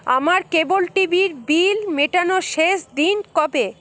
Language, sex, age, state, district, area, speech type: Bengali, female, 45-60, West Bengal, Paschim Bardhaman, urban, read